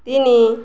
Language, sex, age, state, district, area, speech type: Odia, female, 45-60, Odisha, Balangir, urban, read